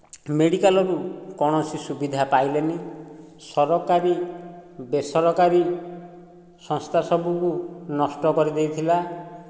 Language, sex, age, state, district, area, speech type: Odia, male, 45-60, Odisha, Nayagarh, rural, spontaneous